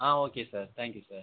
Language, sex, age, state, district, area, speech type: Tamil, male, 18-30, Tamil Nadu, Ariyalur, rural, conversation